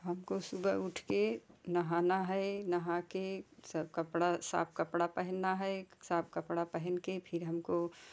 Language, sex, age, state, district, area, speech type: Hindi, female, 45-60, Uttar Pradesh, Jaunpur, rural, spontaneous